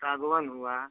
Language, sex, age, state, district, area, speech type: Hindi, male, 18-30, Uttar Pradesh, Chandauli, rural, conversation